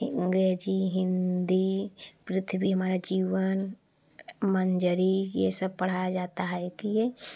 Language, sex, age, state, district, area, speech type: Hindi, female, 18-30, Uttar Pradesh, Prayagraj, rural, spontaneous